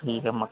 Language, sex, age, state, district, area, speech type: Marathi, male, 45-60, Maharashtra, Yavatmal, rural, conversation